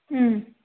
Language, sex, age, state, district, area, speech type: Kannada, female, 30-45, Karnataka, Bangalore Rural, rural, conversation